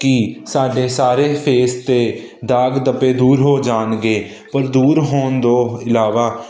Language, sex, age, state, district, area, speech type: Punjabi, male, 18-30, Punjab, Hoshiarpur, urban, spontaneous